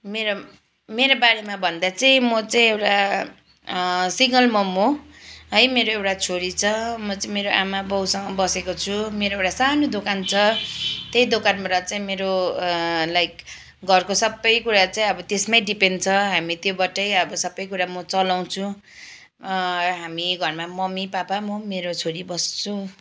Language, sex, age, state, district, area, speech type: Nepali, female, 45-60, West Bengal, Kalimpong, rural, spontaneous